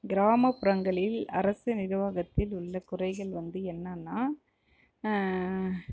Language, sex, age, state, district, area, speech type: Tamil, female, 45-60, Tamil Nadu, Dharmapuri, rural, spontaneous